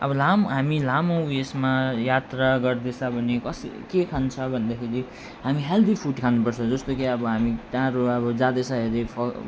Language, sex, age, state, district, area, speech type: Nepali, male, 45-60, West Bengal, Alipurduar, urban, spontaneous